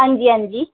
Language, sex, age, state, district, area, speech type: Dogri, female, 18-30, Jammu and Kashmir, Jammu, rural, conversation